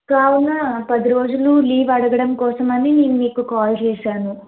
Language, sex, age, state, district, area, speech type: Telugu, female, 18-30, Andhra Pradesh, Vizianagaram, rural, conversation